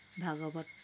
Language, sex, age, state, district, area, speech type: Assamese, female, 60+, Assam, Tinsukia, rural, spontaneous